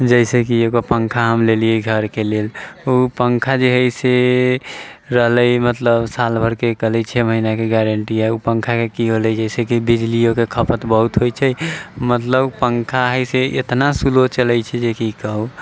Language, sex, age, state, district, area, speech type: Maithili, male, 18-30, Bihar, Muzaffarpur, rural, spontaneous